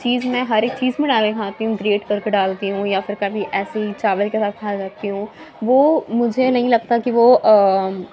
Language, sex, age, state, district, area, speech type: Urdu, female, 60+, Uttar Pradesh, Gautam Buddha Nagar, rural, spontaneous